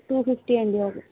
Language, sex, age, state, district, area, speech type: Telugu, female, 45-60, Andhra Pradesh, Vizianagaram, rural, conversation